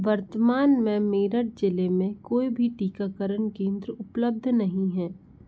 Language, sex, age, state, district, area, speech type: Hindi, female, 60+, Madhya Pradesh, Bhopal, urban, read